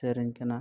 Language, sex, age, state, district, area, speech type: Santali, male, 18-30, Jharkhand, East Singhbhum, rural, spontaneous